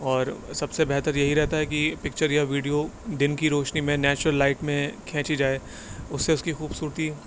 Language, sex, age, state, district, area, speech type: Urdu, male, 18-30, Uttar Pradesh, Aligarh, urban, spontaneous